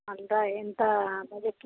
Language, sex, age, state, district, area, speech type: Telugu, female, 45-60, Telangana, Jagtial, rural, conversation